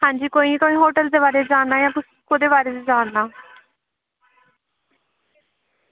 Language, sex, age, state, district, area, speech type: Dogri, female, 18-30, Jammu and Kashmir, Samba, rural, conversation